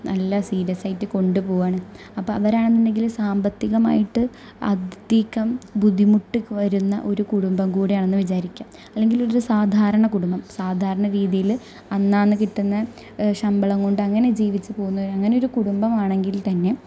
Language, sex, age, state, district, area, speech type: Malayalam, female, 18-30, Kerala, Thrissur, rural, spontaneous